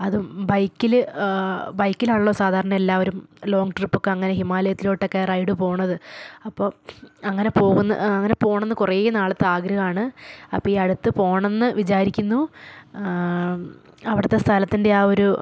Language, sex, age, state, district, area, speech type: Malayalam, female, 18-30, Kerala, Wayanad, rural, spontaneous